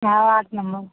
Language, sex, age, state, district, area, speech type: Maithili, female, 18-30, Bihar, Madhepura, urban, conversation